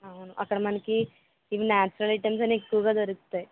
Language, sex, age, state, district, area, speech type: Telugu, female, 18-30, Andhra Pradesh, Eluru, rural, conversation